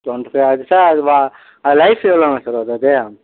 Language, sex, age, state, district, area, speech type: Tamil, male, 18-30, Tamil Nadu, Viluppuram, rural, conversation